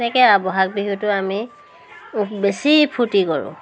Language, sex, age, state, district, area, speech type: Assamese, female, 30-45, Assam, Tinsukia, urban, spontaneous